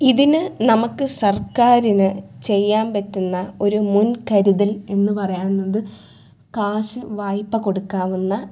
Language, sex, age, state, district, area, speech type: Malayalam, female, 18-30, Kerala, Thrissur, urban, spontaneous